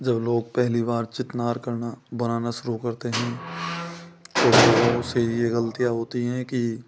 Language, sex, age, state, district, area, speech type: Hindi, male, 30-45, Rajasthan, Bharatpur, rural, spontaneous